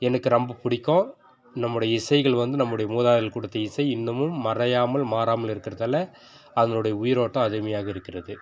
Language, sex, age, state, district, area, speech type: Tamil, male, 45-60, Tamil Nadu, Viluppuram, rural, spontaneous